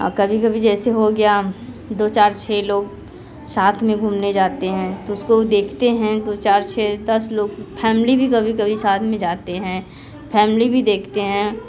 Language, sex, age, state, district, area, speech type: Hindi, female, 45-60, Uttar Pradesh, Mirzapur, urban, spontaneous